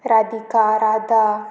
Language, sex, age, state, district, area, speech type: Goan Konkani, female, 18-30, Goa, Murmgao, rural, spontaneous